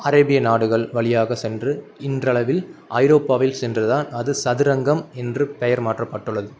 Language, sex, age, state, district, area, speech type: Tamil, male, 18-30, Tamil Nadu, Madurai, urban, spontaneous